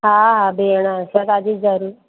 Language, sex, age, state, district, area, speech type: Sindhi, female, 30-45, Gujarat, Surat, urban, conversation